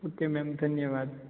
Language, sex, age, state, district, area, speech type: Hindi, male, 30-45, Rajasthan, Jodhpur, urban, conversation